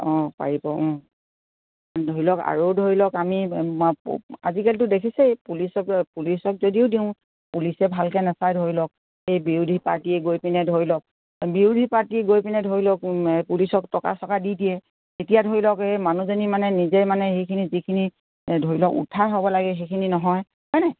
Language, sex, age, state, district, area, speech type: Assamese, female, 60+, Assam, Dibrugarh, rural, conversation